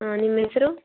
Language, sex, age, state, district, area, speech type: Kannada, female, 18-30, Karnataka, Tumkur, urban, conversation